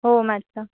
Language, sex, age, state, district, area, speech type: Marathi, female, 18-30, Maharashtra, Nashik, urban, conversation